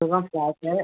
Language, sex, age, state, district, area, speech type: Tamil, female, 60+, Tamil Nadu, Cuddalore, rural, conversation